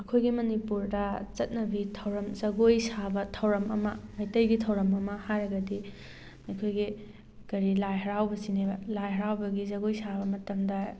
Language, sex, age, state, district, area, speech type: Manipuri, female, 18-30, Manipur, Thoubal, rural, spontaneous